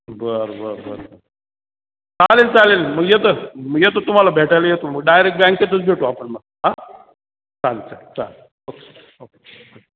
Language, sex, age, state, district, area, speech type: Marathi, male, 60+, Maharashtra, Ahmednagar, urban, conversation